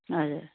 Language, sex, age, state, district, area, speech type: Nepali, female, 45-60, West Bengal, Kalimpong, rural, conversation